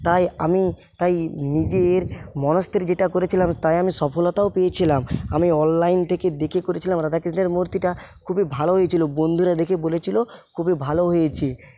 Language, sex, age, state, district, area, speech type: Bengali, male, 45-60, West Bengal, Paschim Medinipur, rural, spontaneous